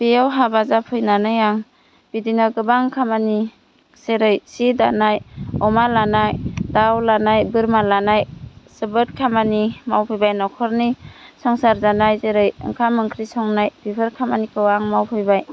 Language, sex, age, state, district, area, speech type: Bodo, female, 18-30, Assam, Baksa, rural, spontaneous